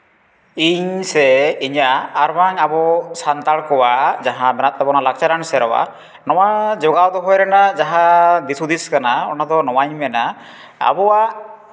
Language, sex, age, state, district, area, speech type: Santali, male, 30-45, West Bengal, Jhargram, rural, spontaneous